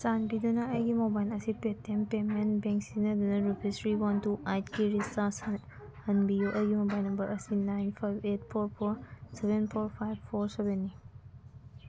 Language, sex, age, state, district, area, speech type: Manipuri, female, 18-30, Manipur, Senapati, rural, read